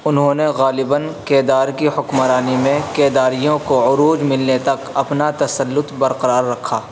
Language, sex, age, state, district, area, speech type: Urdu, male, 18-30, Uttar Pradesh, Saharanpur, urban, read